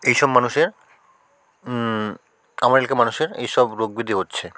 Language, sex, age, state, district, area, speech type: Bengali, male, 45-60, West Bengal, South 24 Parganas, rural, spontaneous